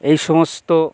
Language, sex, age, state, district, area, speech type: Bengali, male, 60+, West Bengal, Bankura, urban, spontaneous